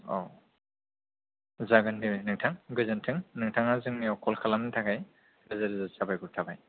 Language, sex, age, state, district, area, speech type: Bodo, male, 18-30, Assam, Kokrajhar, rural, conversation